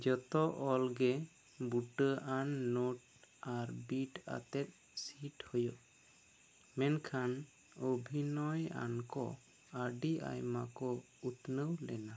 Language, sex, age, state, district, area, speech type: Santali, male, 18-30, West Bengal, Bankura, rural, read